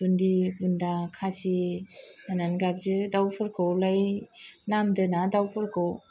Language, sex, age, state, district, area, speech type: Bodo, female, 45-60, Assam, Kokrajhar, urban, spontaneous